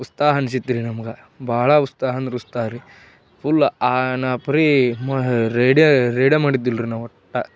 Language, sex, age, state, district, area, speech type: Kannada, male, 30-45, Karnataka, Gadag, rural, spontaneous